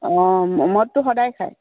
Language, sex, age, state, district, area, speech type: Assamese, female, 45-60, Assam, Dibrugarh, rural, conversation